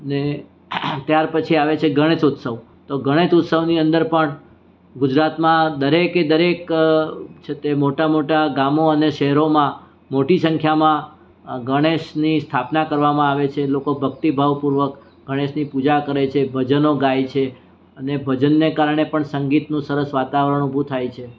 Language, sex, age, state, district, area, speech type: Gujarati, male, 60+, Gujarat, Surat, urban, spontaneous